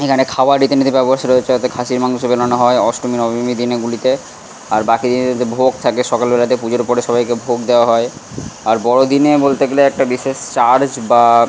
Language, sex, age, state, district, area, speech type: Bengali, male, 45-60, West Bengal, Purba Bardhaman, rural, spontaneous